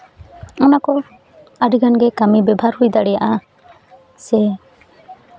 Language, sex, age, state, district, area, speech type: Santali, female, 18-30, West Bengal, Jhargram, rural, spontaneous